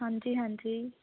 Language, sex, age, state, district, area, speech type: Punjabi, female, 18-30, Punjab, Fatehgarh Sahib, rural, conversation